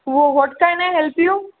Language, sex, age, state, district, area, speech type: Marathi, male, 60+, Maharashtra, Buldhana, rural, conversation